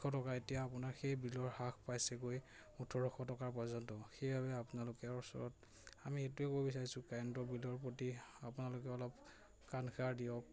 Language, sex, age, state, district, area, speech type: Assamese, male, 18-30, Assam, Majuli, urban, spontaneous